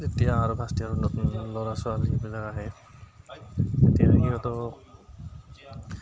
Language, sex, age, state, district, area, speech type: Assamese, male, 30-45, Assam, Goalpara, urban, spontaneous